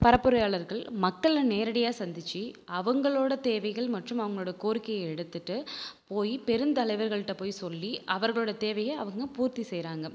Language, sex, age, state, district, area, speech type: Tamil, female, 30-45, Tamil Nadu, Viluppuram, urban, spontaneous